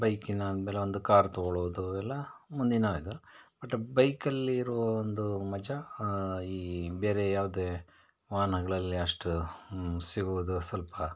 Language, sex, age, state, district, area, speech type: Kannada, male, 60+, Karnataka, Bangalore Rural, rural, spontaneous